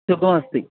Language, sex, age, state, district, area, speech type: Sanskrit, male, 30-45, Kerala, Thiruvananthapuram, urban, conversation